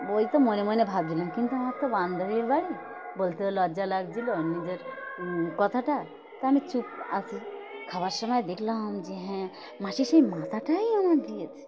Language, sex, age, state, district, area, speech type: Bengali, female, 60+, West Bengal, Birbhum, urban, spontaneous